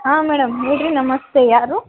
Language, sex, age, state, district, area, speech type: Kannada, female, 30-45, Karnataka, Vijayanagara, rural, conversation